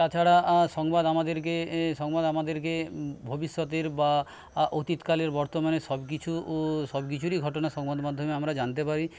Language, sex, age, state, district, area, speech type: Bengali, male, 30-45, West Bengal, Paschim Medinipur, rural, spontaneous